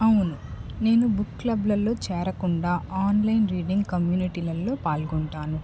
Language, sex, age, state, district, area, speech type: Telugu, female, 18-30, Andhra Pradesh, Nellore, rural, spontaneous